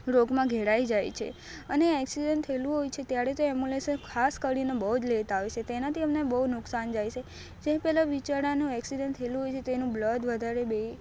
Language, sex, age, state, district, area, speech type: Gujarati, female, 18-30, Gujarat, Narmada, rural, spontaneous